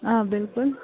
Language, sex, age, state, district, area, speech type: Kashmiri, female, 18-30, Jammu and Kashmir, Bandipora, rural, conversation